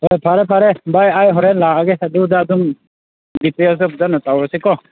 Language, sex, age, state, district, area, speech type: Manipuri, male, 18-30, Manipur, Kangpokpi, urban, conversation